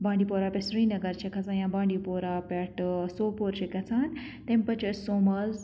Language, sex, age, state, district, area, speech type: Kashmiri, female, 18-30, Jammu and Kashmir, Bandipora, rural, spontaneous